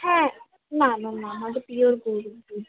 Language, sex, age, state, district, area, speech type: Bengali, female, 45-60, West Bengal, Birbhum, urban, conversation